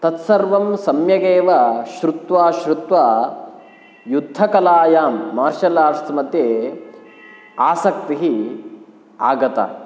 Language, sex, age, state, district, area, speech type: Sanskrit, male, 18-30, Kerala, Kasaragod, rural, spontaneous